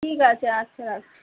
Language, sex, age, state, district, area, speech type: Bengali, female, 45-60, West Bengal, Kolkata, urban, conversation